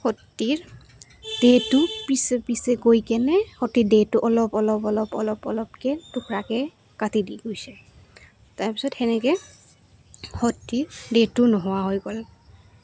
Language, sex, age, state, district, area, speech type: Assamese, female, 18-30, Assam, Goalpara, urban, spontaneous